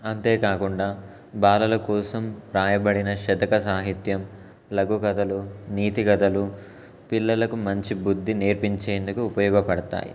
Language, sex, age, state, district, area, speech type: Telugu, male, 18-30, Telangana, Warangal, urban, spontaneous